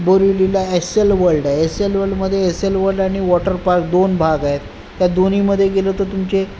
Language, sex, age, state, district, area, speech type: Marathi, male, 45-60, Maharashtra, Raigad, urban, spontaneous